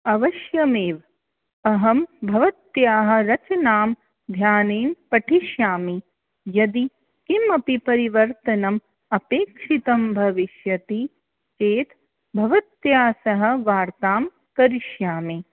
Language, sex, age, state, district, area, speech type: Sanskrit, other, 30-45, Rajasthan, Jaipur, urban, conversation